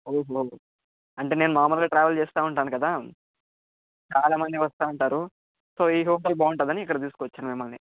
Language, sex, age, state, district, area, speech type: Telugu, male, 60+, Andhra Pradesh, Chittoor, rural, conversation